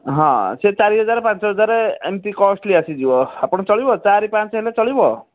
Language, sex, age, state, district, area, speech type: Odia, male, 30-45, Odisha, Kendrapara, urban, conversation